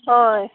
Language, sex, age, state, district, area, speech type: Goan Konkani, female, 18-30, Goa, Bardez, urban, conversation